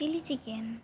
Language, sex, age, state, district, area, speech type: Santali, female, 18-30, West Bengal, Bankura, rural, spontaneous